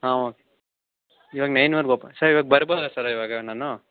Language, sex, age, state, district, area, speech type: Kannada, male, 18-30, Karnataka, Mandya, rural, conversation